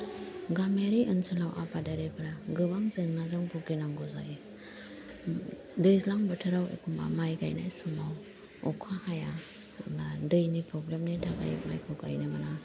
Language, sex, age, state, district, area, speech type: Bodo, female, 30-45, Assam, Kokrajhar, rural, spontaneous